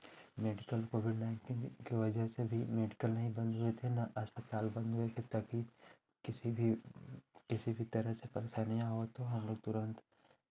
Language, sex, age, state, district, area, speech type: Hindi, male, 18-30, Uttar Pradesh, Chandauli, urban, spontaneous